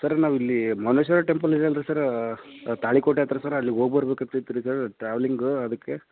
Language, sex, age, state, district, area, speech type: Kannada, male, 18-30, Karnataka, Raichur, urban, conversation